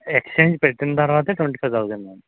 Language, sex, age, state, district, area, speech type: Telugu, male, 30-45, Telangana, Mancherial, rural, conversation